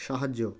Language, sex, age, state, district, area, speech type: Bengali, male, 45-60, West Bengal, South 24 Parganas, rural, read